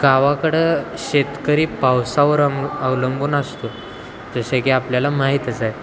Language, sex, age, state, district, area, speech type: Marathi, male, 18-30, Maharashtra, Wardha, urban, spontaneous